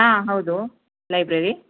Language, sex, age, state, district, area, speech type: Kannada, female, 30-45, Karnataka, Hassan, rural, conversation